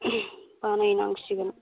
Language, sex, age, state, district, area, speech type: Bodo, female, 45-60, Assam, Chirang, rural, conversation